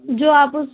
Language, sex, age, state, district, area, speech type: Urdu, female, 30-45, Delhi, North East Delhi, urban, conversation